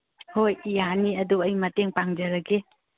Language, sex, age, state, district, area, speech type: Manipuri, female, 45-60, Manipur, Churachandpur, urban, conversation